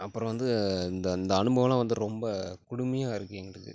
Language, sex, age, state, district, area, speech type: Tamil, male, 30-45, Tamil Nadu, Tiruchirappalli, rural, spontaneous